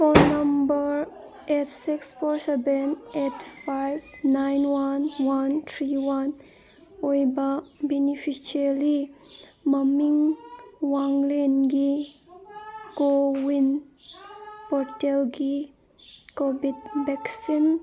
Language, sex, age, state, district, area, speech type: Manipuri, female, 30-45, Manipur, Senapati, rural, read